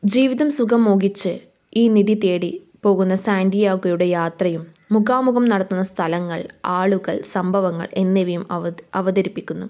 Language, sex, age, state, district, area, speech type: Malayalam, female, 18-30, Kerala, Kannur, rural, spontaneous